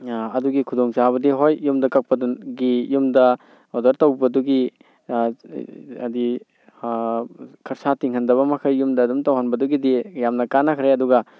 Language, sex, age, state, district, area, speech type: Manipuri, male, 30-45, Manipur, Kakching, rural, spontaneous